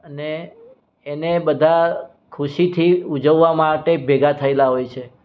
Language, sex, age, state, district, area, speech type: Gujarati, male, 60+, Gujarat, Surat, urban, spontaneous